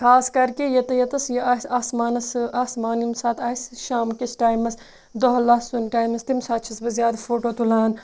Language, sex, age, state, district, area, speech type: Kashmiri, female, 18-30, Jammu and Kashmir, Kupwara, rural, spontaneous